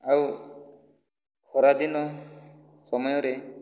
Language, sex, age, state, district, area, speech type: Odia, male, 18-30, Odisha, Kandhamal, rural, spontaneous